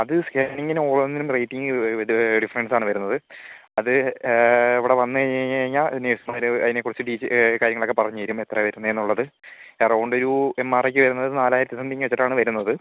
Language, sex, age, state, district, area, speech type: Malayalam, male, 18-30, Kerala, Kozhikode, rural, conversation